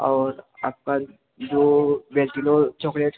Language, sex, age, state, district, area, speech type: Hindi, male, 18-30, Uttar Pradesh, Mirzapur, rural, conversation